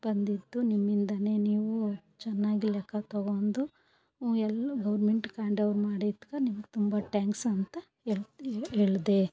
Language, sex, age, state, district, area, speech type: Kannada, female, 45-60, Karnataka, Bangalore Rural, rural, spontaneous